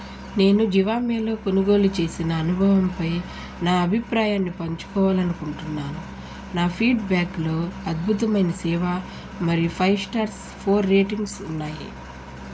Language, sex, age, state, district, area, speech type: Telugu, female, 30-45, Andhra Pradesh, Nellore, urban, read